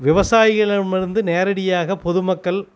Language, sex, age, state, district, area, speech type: Tamil, male, 45-60, Tamil Nadu, Namakkal, rural, spontaneous